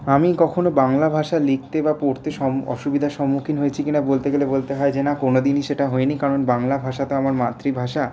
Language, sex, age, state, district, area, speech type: Bengali, male, 18-30, West Bengal, Paschim Bardhaman, urban, spontaneous